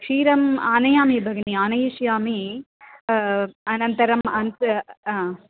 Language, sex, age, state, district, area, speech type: Sanskrit, female, 45-60, Tamil Nadu, Coimbatore, urban, conversation